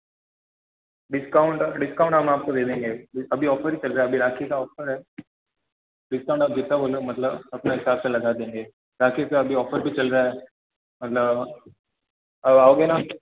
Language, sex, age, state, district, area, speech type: Hindi, male, 18-30, Rajasthan, Jodhpur, urban, conversation